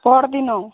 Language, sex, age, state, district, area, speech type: Odia, female, 30-45, Odisha, Balangir, urban, conversation